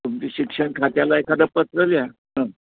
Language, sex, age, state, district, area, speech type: Marathi, male, 60+, Maharashtra, Kolhapur, urban, conversation